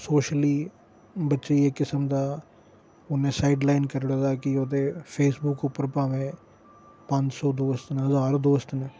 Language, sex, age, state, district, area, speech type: Dogri, male, 45-60, Jammu and Kashmir, Reasi, urban, spontaneous